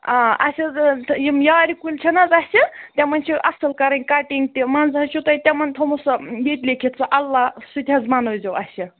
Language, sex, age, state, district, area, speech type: Kashmiri, female, 30-45, Jammu and Kashmir, Ganderbal, rural, conversation